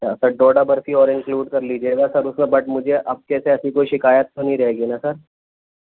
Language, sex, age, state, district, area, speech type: Urdu, male, 18-30, Delhi, New Delhi, urban, conversation